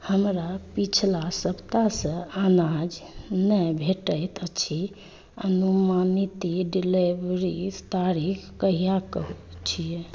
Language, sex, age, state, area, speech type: Maithili, female, 30-45, Jharkhand, urban, read